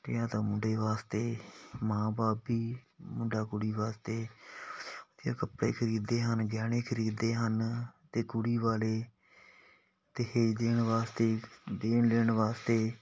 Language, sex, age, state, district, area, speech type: Punjabi, male, 30-45, Punjab, Patiala, rural, spontaneous